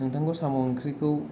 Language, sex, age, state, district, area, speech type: Bodo, male, 18-30, Assam, Kokrajhar, rural, spontaneous